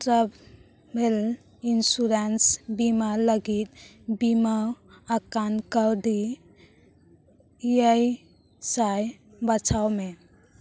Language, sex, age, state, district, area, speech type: Santali, female, 18-30, West Bengal, Bankura, rural, read